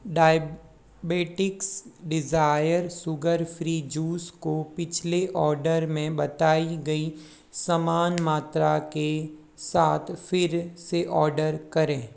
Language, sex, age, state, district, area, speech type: Hindi, male, 60+, Rajasthan, Jodhpur, rural, read